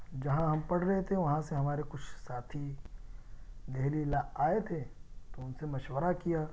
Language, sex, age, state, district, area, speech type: Urdu, male, 18-30, Delhi, South Delhi, urban, spontaneous